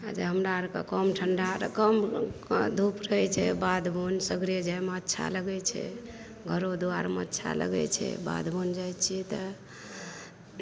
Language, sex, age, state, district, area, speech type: Maithili, female, 45-60, Bihar, Madhepura, rural, spontaneous